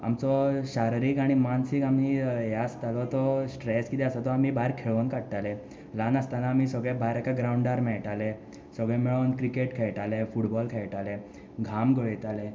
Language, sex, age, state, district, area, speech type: Goan Konkani, male, 18-30, Goa, Tiswadi, rural, spontaneous